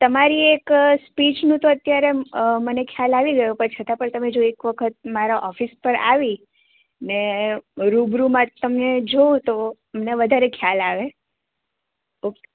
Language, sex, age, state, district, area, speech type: Gujarati, female, 18-30, Gujarat, Surat, rural, conversation